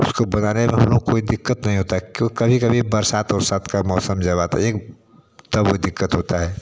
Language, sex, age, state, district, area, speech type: Hindi, male, 45-60, Uttar Pradesh, Varanasi, urban, spontaneous